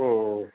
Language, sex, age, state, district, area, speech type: Tamil, male, 45-60, Tamil Nadu, Tiruchirappalli, rural, conversation